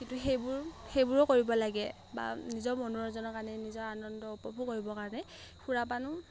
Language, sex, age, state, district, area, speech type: Assamese, female, 18-30, Assam, Morigaon, rural, spontaneous